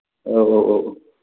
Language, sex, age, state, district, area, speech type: Bodo, male, 18-30, Assam, Kokrajhar, rural, conversation